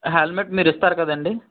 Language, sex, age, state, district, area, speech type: Telugu, male, 18-30, Andhra Pradesh, Vizianagaram, urban, conversation